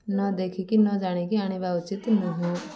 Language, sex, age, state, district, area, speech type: Odia, female, 18-30, Odisha, Koraput, urban, spontaneous